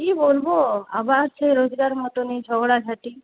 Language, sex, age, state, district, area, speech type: Bengali, female, 30-45, West Bengal, Purulia, urban, conversation